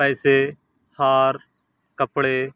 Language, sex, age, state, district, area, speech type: Urdu, male, 45-60, Uttar Pradesh, Aligarh, urban, spontaneous